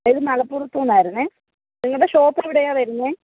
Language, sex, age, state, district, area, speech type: Malayalam, female, 30-45, Kerala, Malappuram, rural, conversation